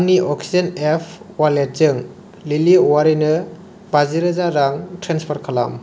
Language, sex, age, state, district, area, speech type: Bodo, male, 18-30, Assam, Kokrajhar, rural, read